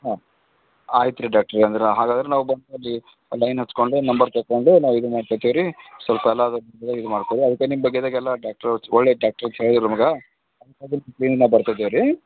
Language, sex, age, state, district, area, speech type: Kannada, male, 45-60, Karnataka, Gulbarga, urban, conversation